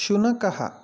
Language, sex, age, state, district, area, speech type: Sanskrit, male, 45-60, Karnataka, Uttara Kannada, rural, read